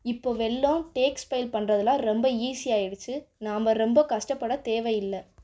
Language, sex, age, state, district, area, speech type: Tamil, female, 18-30, Tamil Nadu, Madurai, urban, read